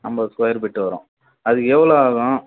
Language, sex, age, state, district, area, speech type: Tamil, male, 45-60, Tamil Nadu, Vellore, rural, conversation